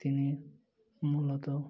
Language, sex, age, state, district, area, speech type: Bengali, male, 18-30, West Bengal, Murshidabad, urban, spontaneous